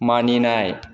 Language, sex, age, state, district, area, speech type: Bodo, male, 45-60, Assam, Chirang, urban, read